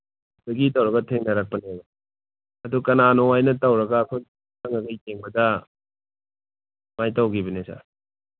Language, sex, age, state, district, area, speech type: Manipuri, male, 45-60, Manipur, Imphal East, rural, conversation